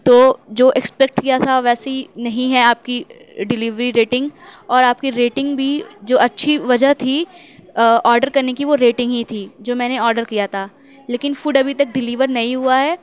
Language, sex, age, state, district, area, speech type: Urdu, female, 18-30, Uttar Pradesh, Mau, urban, spontaneous